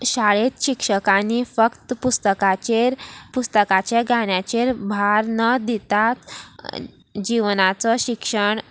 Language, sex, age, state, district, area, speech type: Goan Konkani, female, 18-30, Goa, Sanguem, rural, spontaneous